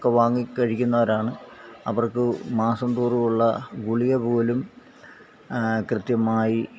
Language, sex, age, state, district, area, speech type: Malayalam, male, 45-60, Kerala, Alappuzha, rural, spontaneous